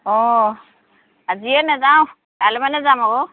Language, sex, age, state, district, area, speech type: Assamese, female, 45-60, Assam, Lakhimpur, rural, conversation